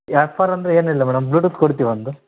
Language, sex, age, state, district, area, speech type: Kannada, male, 30-45, Karnataka, Vijayanagara, rural, conversation